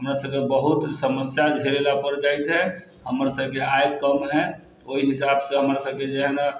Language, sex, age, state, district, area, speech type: Maithili, male, 30-45, Bihar, Sitamarhi, rural, spontaneous